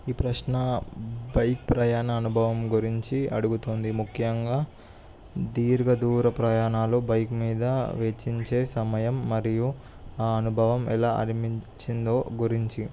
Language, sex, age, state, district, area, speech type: Telugu, male, 18-30, Telangana, Nizamabad, urban, spontaneous